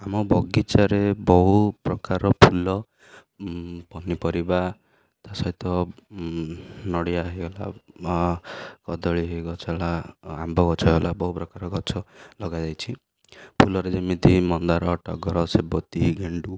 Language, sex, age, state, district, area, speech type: Odia, male, 30-45, Odisha, Ganjam, urban, spontaneous